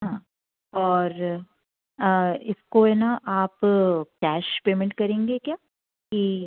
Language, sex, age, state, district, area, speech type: Hindi, female, 45-60, Madhya Pradesh, Jabalpur, urban, conversation